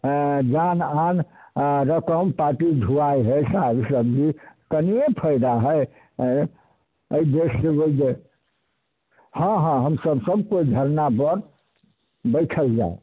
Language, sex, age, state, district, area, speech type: Maithili, male, 60+, Bihar, Samastipur, urban, conversation